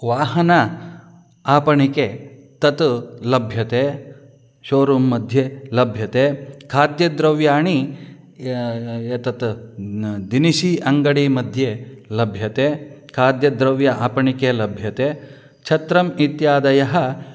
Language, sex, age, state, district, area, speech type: Sanskrit, male, 45-60, Karnataka, Shimoga, rural, spontaneous